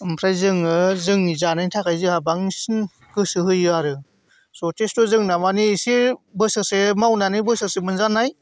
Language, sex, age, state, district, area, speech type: Bodo, male, 45-60, Assam, Chirang, urban, spontaneous